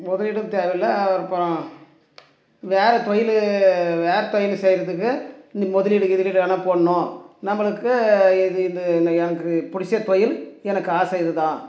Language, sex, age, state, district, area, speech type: Tamil, male, 45-60, Tamil Nadu, Dharmapuri, rural, spontaneous